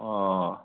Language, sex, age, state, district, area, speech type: Assamese, male, 30-45, Assam, Sonitpur, rural, conversation